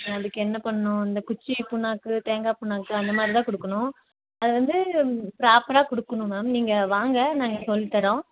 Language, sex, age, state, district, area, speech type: Tamil, female, 45-60, Tamil Nadu, Nilgiris, rural, conversation